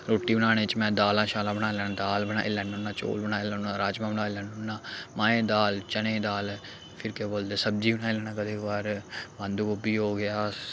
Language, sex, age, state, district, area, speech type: Dogri, male, 18-30, Jammu and Kashmir, Samba, urban, spontaneous